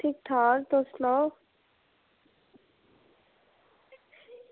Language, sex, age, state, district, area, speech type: Dogri, female, 45-60, Jammu and Kashmir, Reasi, urban, conversation